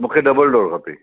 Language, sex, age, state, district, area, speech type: Sindhi, male, 45-60, Maharashtra, Thane, urban, conversation